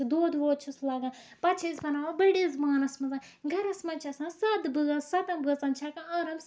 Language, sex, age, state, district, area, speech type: Kashmiri, female, 30-45, Jammu and Kashmir, Ganderbal, rural, spontaneous